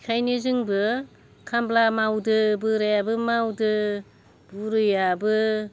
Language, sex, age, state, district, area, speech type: Bodo, female, 60+, Assam, Baksa, rural, spontaneous